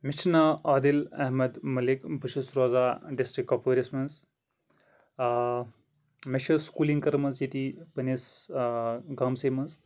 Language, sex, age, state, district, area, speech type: Kashmiri, male, 30-45, Jammu and Kashmir, Kupwara, rural, spontaneous